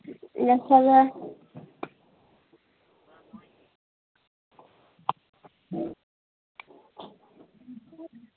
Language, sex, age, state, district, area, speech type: Manipuri, female, 18-30, Manipur, Senapati, rural, conversation